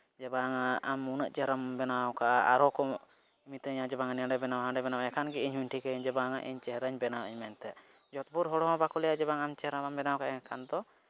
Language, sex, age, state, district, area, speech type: Santali, male, 18-30, Jharkhand, East Singhbhum, rural, spontaneous